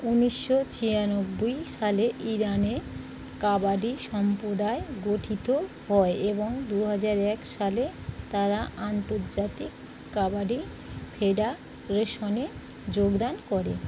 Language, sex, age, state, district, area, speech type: Bengali, female, 30-45, West Bengal, North 24 Parganas, urban, read